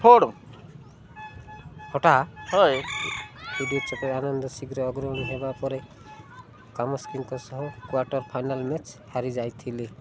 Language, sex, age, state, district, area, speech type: Odia, male, 45-60, Odisha, Rayagada, rural, read